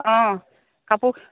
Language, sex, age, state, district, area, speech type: Assamese, female, 45-60, Assam, Lakhimpur, rural, conversation